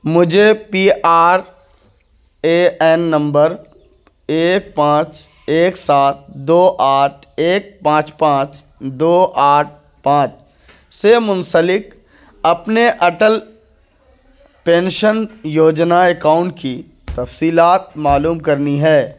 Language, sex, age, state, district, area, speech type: Urdu, male, 18-30, Bihar, Purnia, rural, read